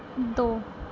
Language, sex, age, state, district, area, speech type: Punjabi, female, 18-30, Punjab, Mohali, urban, read